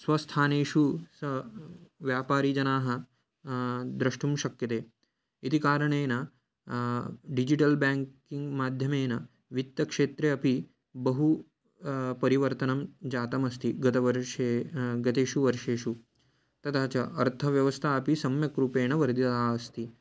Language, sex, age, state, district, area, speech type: Sanskrit, male, 18-30, Maharashtra, Chandrapur, rural, spontaneous